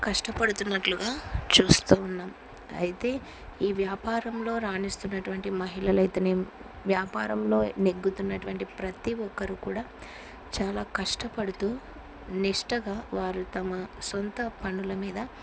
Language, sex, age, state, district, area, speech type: Telugu, female, 45-60, Andhra Pradesh, Kurnool, rural, spontaneous